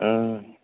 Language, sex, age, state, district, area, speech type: Manipuri, male, 60+, Manipur, Kangpokpi, urban, conversation